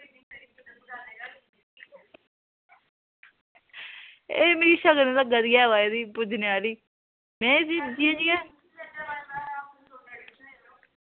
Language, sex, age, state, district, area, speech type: Dogri, female, 18-30, Jammu and Kashmir, Reasi, rural, conversation